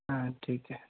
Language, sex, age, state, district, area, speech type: Punjabi, male, 45-60, Punjab, Tarn Taran, rural, conversation